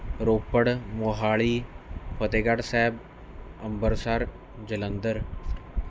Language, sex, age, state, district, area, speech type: Punjabi, male, 18-30, Punjab, Mohali, urban, spontaneous